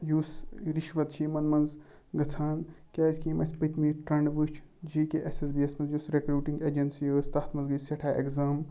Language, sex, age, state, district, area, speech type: Kashmiri, male, 18-30, Jammu and Kashmir, Ganderbal, rural, spontaneous